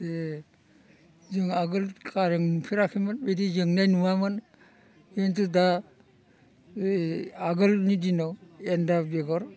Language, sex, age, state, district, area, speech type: Bodo, male, 60+, Assam, Baksa, urban, spontaneous